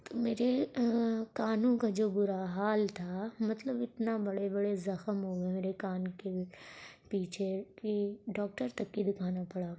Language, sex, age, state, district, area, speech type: Urdu, female, 45-60, Uttar Pradesh, Lucknow, rural, spontaneous